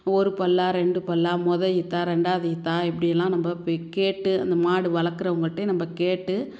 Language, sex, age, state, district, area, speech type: Tamil, female, 60+, Tamil Nadu, Tiruchirappalli, rural, spontaneous